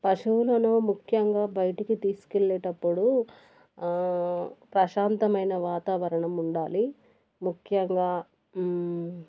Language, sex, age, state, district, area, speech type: Telugu, female, 30-45, Telangana, Warangal, rural, spontaneous